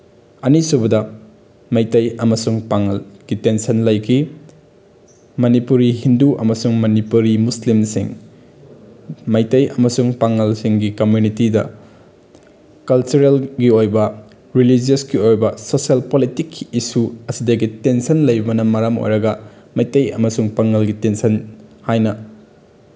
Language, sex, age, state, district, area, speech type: Manipuri, male, 18-30, Manipur, Bishnupur, rural, spontaneous